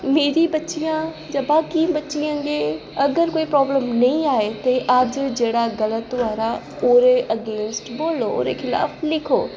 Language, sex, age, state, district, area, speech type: Dogri, female, 30-45, Jammu and Kashmir, Jammu, urban, spontaneous